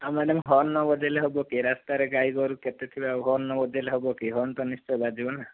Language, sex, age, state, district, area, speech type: Odia, male, 60+, Odisha, Kandhamal, rural, conversation